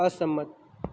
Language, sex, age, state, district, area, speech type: Gujarati, male, 18-30, Gujarat, Valsad, rural, read